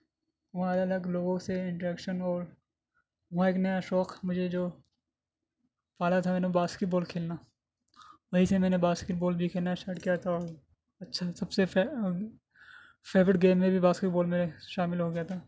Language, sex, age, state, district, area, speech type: Urdu, male, 30-45, Delhi, South Delhi, urban, spontaneous